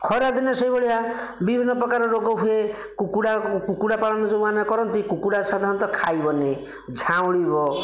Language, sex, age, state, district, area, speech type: Odia, male, 30-45, Odisha, Bhadrak, rural, spontaneous